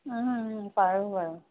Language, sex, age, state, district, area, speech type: Assamese, female, 45-60, Assam, Golaghat, urban, conversation